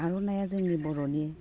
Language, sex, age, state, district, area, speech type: Bodo, female, 45-60, Assam, Udalguri, urban, spontaneous